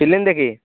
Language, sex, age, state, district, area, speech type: Odia, male, 18-30, Odisha, Nuapada, rural, conversation